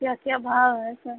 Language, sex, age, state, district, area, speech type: Hindi, female, 30-45, Uttar Pradesh, Mau, rural, conversation